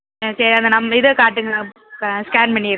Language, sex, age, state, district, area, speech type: Tamil, female, 18-30, Tamil Nadu, Madurai, urban, conversation